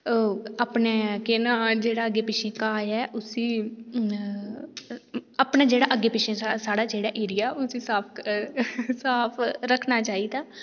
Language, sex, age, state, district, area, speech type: Dogri, female, 18-30, Jammu and Kashmir, Reasi, rural, spontaneous